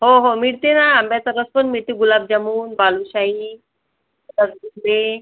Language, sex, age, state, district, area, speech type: Marathi, female, 30-45, Maharashtra, Amravati, rural, conversation